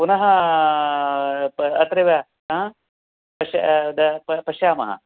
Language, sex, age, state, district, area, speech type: Sanskrit, male, 45-60, Karnataka, Uttara Kannada, rural, conversation